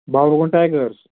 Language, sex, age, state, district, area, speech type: Kashmiri, male, 18-30, Jammu and Kashmir, Ganderbal, rural, conversation